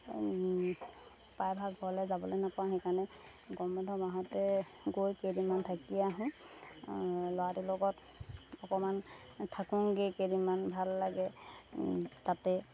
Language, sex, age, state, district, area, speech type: Assamese, female, 30-45, Assam, Golaghat, urban, spontaneous